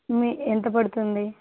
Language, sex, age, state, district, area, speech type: Telugu, female, 18-30, Andhra Pradesh, Nandyal, rural, conversation